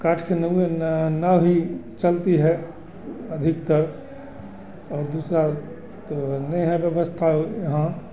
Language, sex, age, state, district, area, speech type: Hindi, male, 60+, Bihar, Begusarai, urban, spontaneous